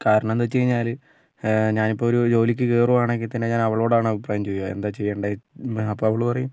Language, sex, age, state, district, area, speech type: Malayalam, male, 18-30, Kerala, Kozhikode, rural, spontaneous